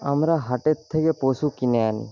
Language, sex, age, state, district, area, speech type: Bengali, male, 18-30, West Bengal, Paschim Medinipur, rural, spontaneous